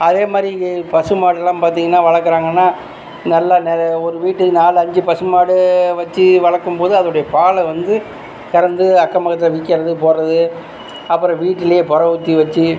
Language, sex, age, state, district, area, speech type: Tamil, male, 45-60, Tamil Nadu, Tiruchirappalli, rural, spontaneous